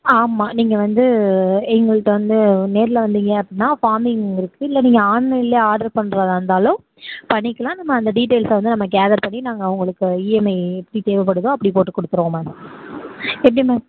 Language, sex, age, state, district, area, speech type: Tamil, female, 18-30, Tamil Nadu, Sivaganga, rural, conversation